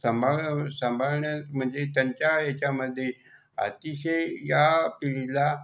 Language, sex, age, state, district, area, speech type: Marathi, male, 45-60, Maharashtra, Buldhana, rural, spontaneous